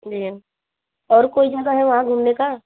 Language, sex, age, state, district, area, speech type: Hindi, female, 18-30, Uttar Pradesh, Mirzapur, rural, conversation